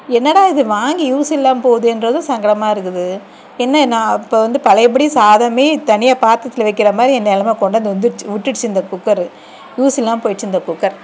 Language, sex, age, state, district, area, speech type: Tamil, female, 45-60, Tamil Nadu, Dharmapuri, urban, spontaneous